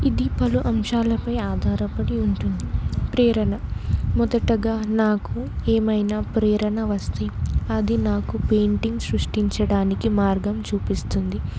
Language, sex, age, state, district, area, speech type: Telugu, female, 18-30, Telangana, Ranga Reddy, rural, spontaneous